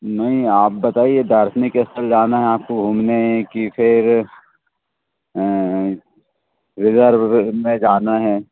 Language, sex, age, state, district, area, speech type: Hindi, male, 30-45, Madhya Pradesh, Seoni, urban, conversation